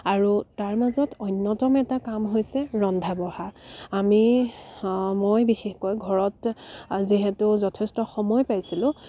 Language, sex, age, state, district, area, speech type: Assamese, female, 30-45, Assam, Dibrugarh, rural, spontaneous